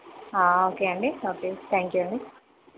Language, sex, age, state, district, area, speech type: Telugu, female, 30-45, Telangana, Karimnagar, rural, conversation